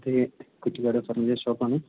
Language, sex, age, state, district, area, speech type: Malayalam, male, 18-30, Kerala, Kozhikode, rural, conversation